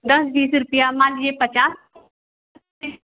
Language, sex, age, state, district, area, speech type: Hindi, female, 18-30, Uttar Pradesh, Prayagraj, urban, conversation